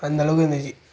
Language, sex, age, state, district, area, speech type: Tamil, male, 18-30, Tamil Nadu, Nagapattinam, rural, spontaneous